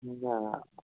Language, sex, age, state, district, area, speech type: Bengali, male, 18-30, West Bengal, Murshidabad, urban, conversation